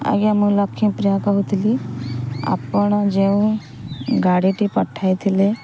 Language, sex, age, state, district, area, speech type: Odia, female, 30-45, Odisha, Kendrapara, urban, spontaneous